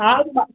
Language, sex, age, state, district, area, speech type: Sindhi, female, 30-45, Maharashtra, Mumbai Suburban, urban, conversation